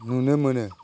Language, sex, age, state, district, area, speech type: Bodo, male, 18-30, Assam, Kokrajhar, rural, spontaneous